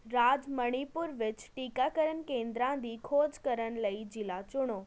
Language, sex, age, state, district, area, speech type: Punjabi, female, 18-30, Punjab, Patiala, urban, read